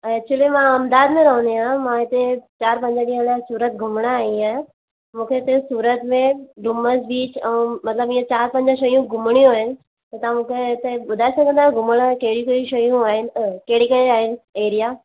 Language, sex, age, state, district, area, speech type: Sindhi, female, 18-30, Gujarat, Surat, urban, conversation